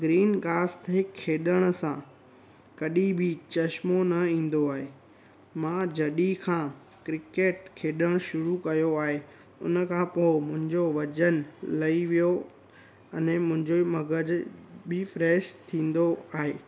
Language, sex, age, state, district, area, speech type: Sindhi, male, 18-30, Gujarat, Surat, urban, spontaneous